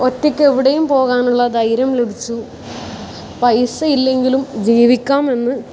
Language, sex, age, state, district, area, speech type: Malayalam, female, 18-30, Kerala, Kasaragod, urban, spontaneous